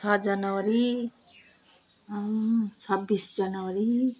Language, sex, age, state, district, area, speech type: Nepali, female, 60+, West Bengal, Jalpaiguri, rural, spontaneous